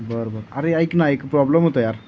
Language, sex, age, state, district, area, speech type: Marathi, male, 18-30, Maharashtra, Sangli, urban, spontaneous